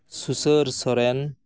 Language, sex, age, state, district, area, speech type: Santali, male, 30-45, West Bengal, Jhargram, rural, spontaneous